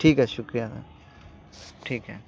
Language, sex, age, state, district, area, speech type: Urdu, male, 18-30, Bihar, Gaya, urban, spontaneous